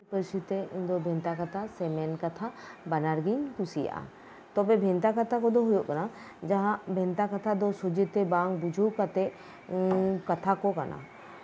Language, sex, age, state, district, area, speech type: Santali, female, 30-45, West Bengal, Birbhum, rural, spontaneous